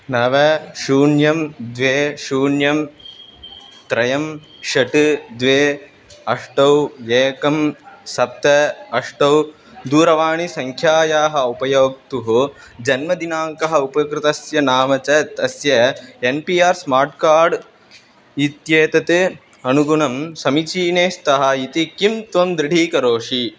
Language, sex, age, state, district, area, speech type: Sanskrit, male, 18-30, Tamil Nadu, Viluppuram, rural, read